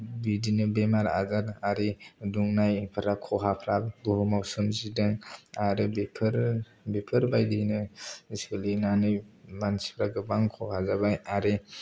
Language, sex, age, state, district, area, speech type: Bodo, male, 18-30, Assam, Kokrajhar, rural, spontaneous